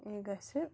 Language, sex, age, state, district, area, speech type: Kashmiri, female, 30-45, Jammu and Kashmir, Bandipora, rural, spontaneous